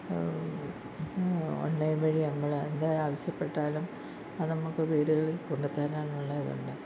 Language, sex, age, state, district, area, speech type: Malayalam, female, 60+, Kerala, Kollam, rural, spontaneous